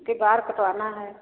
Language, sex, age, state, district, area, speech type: Hindi, female, 60+, Uttar Pradesh, Varanasi, rural, conversation